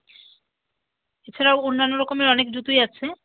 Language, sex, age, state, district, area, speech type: Bengali, female, 30-45, West Bengal, Alipurduar, rural, conversation